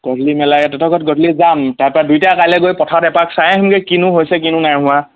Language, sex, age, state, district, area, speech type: Assamese, male, 18-30, Assam, Dhemaji, rural, conversation